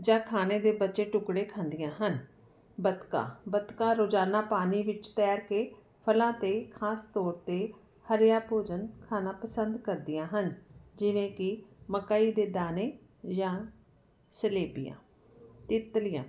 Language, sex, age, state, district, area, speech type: Punjabi, female, 45-60, Punjab, Jalandhar, urban, spontaneous